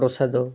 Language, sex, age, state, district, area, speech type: Odia, male, 18-30, Odisha, Balasore, rural, spontaneous